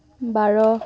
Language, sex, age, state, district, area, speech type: Assamese, female, 18-30, Assam, Kamrup Metropolitan, rural, spontaneous